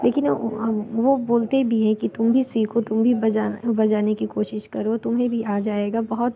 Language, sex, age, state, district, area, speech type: Hindi, female, 18-30, Bihar, Muzaffarpur, rural, spontaneous